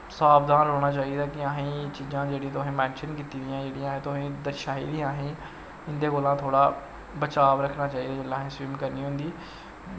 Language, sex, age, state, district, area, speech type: Dogri, male, 18-30, Jammu and Kashmir, Samba, rural, spontaneous